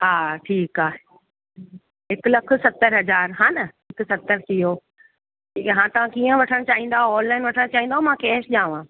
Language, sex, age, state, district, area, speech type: Sindhi, female, 45-60, Delhi, South Delhi, rural, conversation